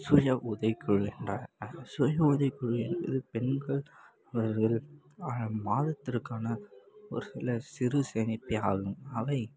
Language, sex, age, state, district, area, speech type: Tamil, male, 18-30, Tamil Nadu, Kallakurichi, rural, spontaneous